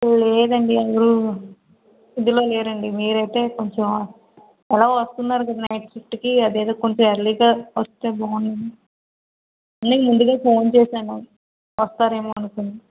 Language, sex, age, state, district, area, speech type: Telugu, female, 30-45, Andhra Pradesh, Vizianagaram, rural, conversation